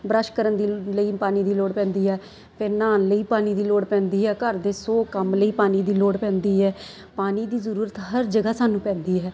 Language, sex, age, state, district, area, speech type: Punjabi, female, 30-45, Punjab, Ludhiana, urban, spontaneous